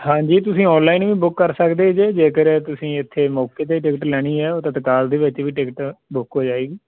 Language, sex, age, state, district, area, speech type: Punjabi, male, 30-45, Punjab, Tarn Taran, rural, conversation